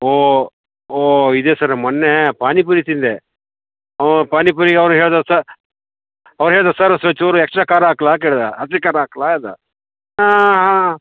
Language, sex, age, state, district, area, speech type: Kannada, male, 60+, Karnataka, Bangalore Rural, rural, conversation